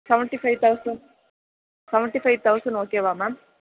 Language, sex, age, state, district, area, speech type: Tamil, female, 18-30, Tamil Nadu, Thanjavur, urban, conversation